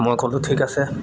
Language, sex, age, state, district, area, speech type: Assamese, male, 30-45, Assam, Sivasagar, urban, spontaneous